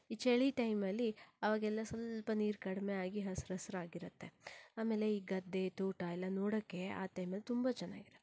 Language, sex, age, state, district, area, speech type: Kannada, female, 30-45, Karnataka, Shimoga, rural, spontaneous